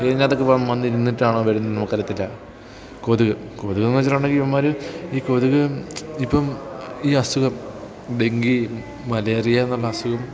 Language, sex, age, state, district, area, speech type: Malayalam, male, 18-30, Kerala, Idukki, rural, spontaneous